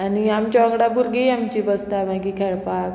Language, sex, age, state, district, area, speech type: Goan Konkani, female, 30-45, Goa, Murmgao, rural, spontaneous